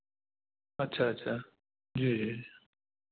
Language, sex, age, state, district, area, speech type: Hindi, male, 30-45, Madhya Pradesh, Ujjain, rural, conversation